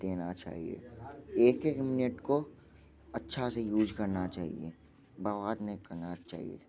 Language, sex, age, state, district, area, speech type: Hindi, male, 18-30, Bihar, Muzaffarpur, rural, spontaneous